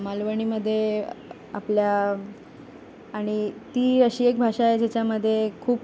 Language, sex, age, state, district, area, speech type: Marathi, female, 18-30, Maharashtra, Ratnagiri, rural, spontaneous